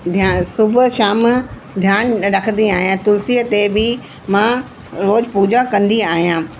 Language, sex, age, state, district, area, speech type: Sindhi, female, 45-60, Delhi, South Delhi, urban, spontaneous